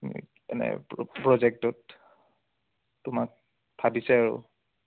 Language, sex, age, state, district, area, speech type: Assamese, male, 18-30, Assam, Udalguri, rural, conversation